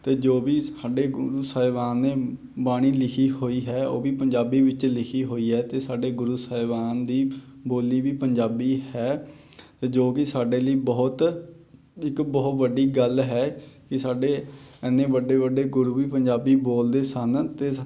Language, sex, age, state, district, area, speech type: Punjabi, male, 18-30, Punjab, Patiala, rural, spontaneous